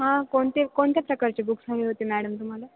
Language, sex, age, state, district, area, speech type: Marathi, female, 18-30, Maharashtra, Ahmednagar, urban, conversation